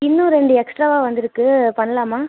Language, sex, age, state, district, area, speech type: Tamil, male, 18-30, Tamil Nadu, Sivaganga, rural, conversation